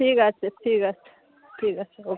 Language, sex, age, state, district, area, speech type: Bengali, female, 30-45, West Bengal, Dakshin Dinajpur, urban, conversation